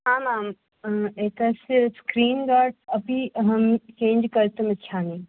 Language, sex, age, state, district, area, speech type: Sanskrit, female, 18-30, Delhi, North East Delhi, urban, conversation